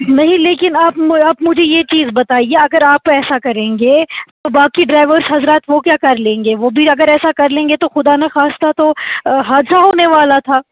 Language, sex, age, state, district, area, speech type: Urdu, female, 18-30, Jammu and Kashmir, Srinagar, urban, conversation